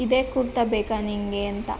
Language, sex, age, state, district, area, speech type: Kannada, female, 18-30, Karnataka, Tumkur, rural, spontaneous